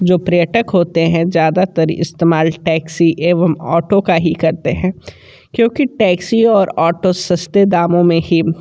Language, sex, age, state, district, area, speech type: Hindi, male, 60+, Uttar Pradesh, Sonbhadra, rural, spontaneous